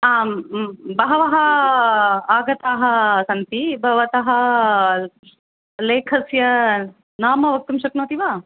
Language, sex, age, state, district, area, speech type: Sanskrit, female, 45-60, Tamil Nadu, Chennai, urban, conversation